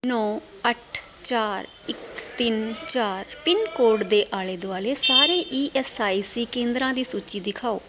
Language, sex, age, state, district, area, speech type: Punjabi, female, 45-60, Punjab, Tarn Taran, urban, read